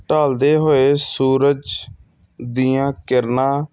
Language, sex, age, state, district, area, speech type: Punjabi, male, 30-45, Punjab, Hoshiarpur, urban, spontaneous